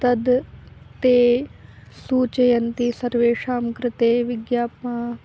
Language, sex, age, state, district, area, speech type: Sanskrit, female, 18-30, Madhya Pradesh, Ujjain, urban, spontaneous